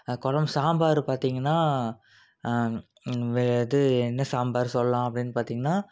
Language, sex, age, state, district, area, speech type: Tamil, male, 18-30, Tamil Nadu, Salem, urban, spontaneous